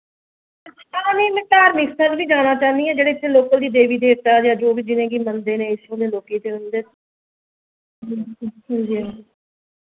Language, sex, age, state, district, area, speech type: Dogri, female, 45-60, Jammu and Kashmir, Jammu, urban, conversation